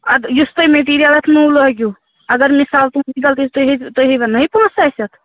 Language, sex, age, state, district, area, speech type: Kashmiri, female, 18-30, Jammu and Kashmir, Anantnag, rural, conversation